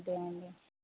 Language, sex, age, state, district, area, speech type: Telugu, female, 30-45, Telangana, Hanamkonda, urban, conversation